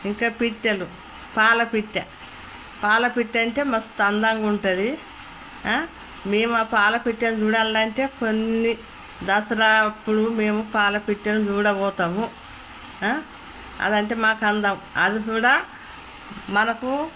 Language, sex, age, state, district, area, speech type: Telugu, female, 60+, Telangana, Peddapalli, rural, spontaneous